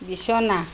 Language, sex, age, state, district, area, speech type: Assamese, female, 45-60, Assam, Kamrup Metropolitan, urban, read